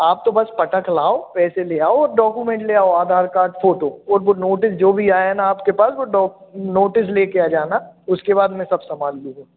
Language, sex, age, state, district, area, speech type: Hindi, male, 18-30, Madhya Pradesh, Hoshangabad, urban, conversation